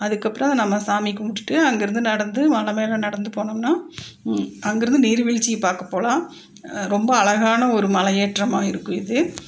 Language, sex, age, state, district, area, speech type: Tamil, female, 45-60, Tamil Nadu, Coimbatore, urban, spontaneous